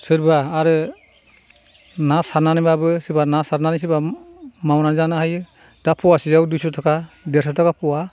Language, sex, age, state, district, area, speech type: Bodo, male, 60+, Assam, Chirang, rural, spontaneous